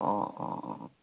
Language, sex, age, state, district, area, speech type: Assamese, male, 18-30, Assam, Biswanath, rural, conversation